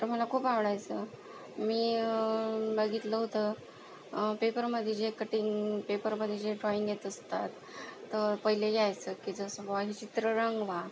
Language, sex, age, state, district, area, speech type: Marathi, female, 30-45, Maharashtra, Akola, rural, spontaneous